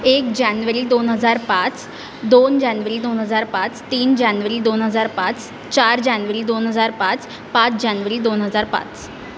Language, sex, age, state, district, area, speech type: Marathi, female, 18-30, Maharashtra, Mumbai Suburban, urban, spontaneous